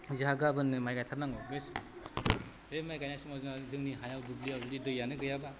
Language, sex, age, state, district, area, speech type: Bodo, male, 30-45, Assam, Kokrajhar, rural, spontaneous